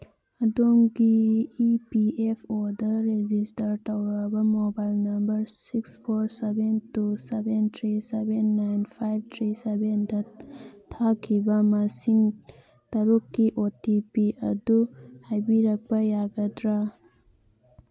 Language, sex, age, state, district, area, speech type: Manipuri, female, 30-45, Manipur, Churachandpur, rural, read